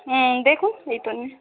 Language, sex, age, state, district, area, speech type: Bengali, female, 45-60, West Bengal, Hooghly, rural, conversation